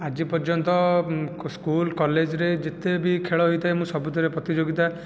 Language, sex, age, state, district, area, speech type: Odia, male, 18-30, Odisha, Jajpur, rural, spontaneous